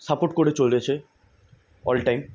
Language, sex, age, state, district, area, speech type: Bengali, male, 18-30, West Bengal, South 24 Parganas, urban, spontaneous